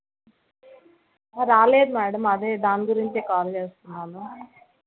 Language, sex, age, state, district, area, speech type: Telugu, female, 30-45, Andhra Pradesh, Palnadu, urban, conversation